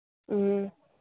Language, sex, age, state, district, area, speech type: Manipuri, female, 18-30, Manipur, Churachandpur, rural, conversation